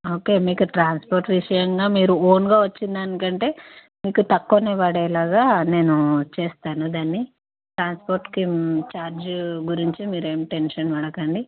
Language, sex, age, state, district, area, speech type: Telugu, female, 30-45, Andhra Pradesh, Visakhapatnam, urban, conversation